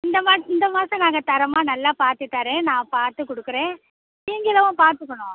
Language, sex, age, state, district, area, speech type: Tamil, female, 60+, Tamil Nadu, Pudukkottai, rural, conversation